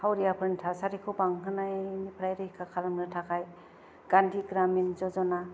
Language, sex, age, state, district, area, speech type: Bodo, female, 45-60, Assam, Kokrajhar, rural, spontaneous